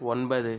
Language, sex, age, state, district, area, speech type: Tamil, male, 18-30, Tamil Nadu, Cuddalore, urban, read